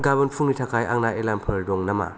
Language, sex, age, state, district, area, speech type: Bodo, male, 30-45, Assam, Kokrajhar, rural, read